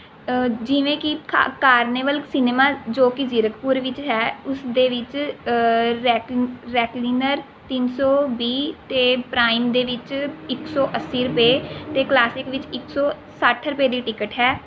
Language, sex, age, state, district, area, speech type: Punjabi, female, 18-30, Punjab, Rupnagar, rural, spontaneous